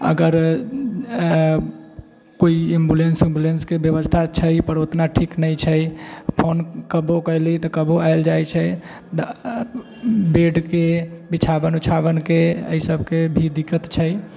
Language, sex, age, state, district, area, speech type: Maithili, male, 18-30, Bihar, Sitamarhi, rural, spontaneous